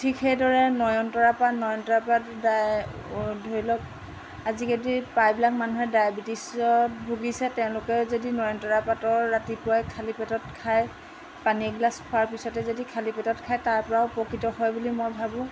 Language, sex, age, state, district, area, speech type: Assamese, female, 45-60, Assam, Golaghat, urban, spontaneous